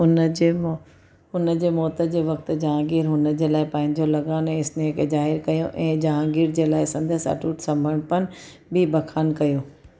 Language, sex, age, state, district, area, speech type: Sindhi, female, 45-60, Gujarat, Surat, urban, read